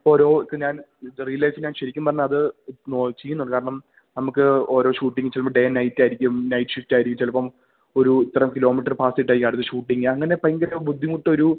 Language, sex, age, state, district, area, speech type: Malayalam, male, 18-30, Kerala, Idukki, rural, conversation